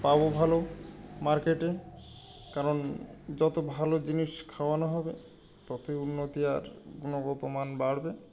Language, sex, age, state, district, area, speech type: Bengali, male, 45-60, West Bengal, Birbhum, urban, spontaneous